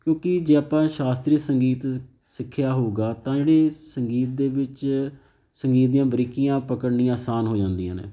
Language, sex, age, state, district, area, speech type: Punjabi, male, 30-45, Punjab, Fatehgarh Sahib, rural, spontaneous